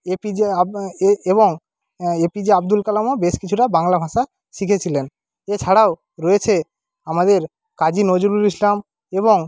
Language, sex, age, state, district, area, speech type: Bengali, male, 45-60, West Bengal, Jhargram, rural, spontaneous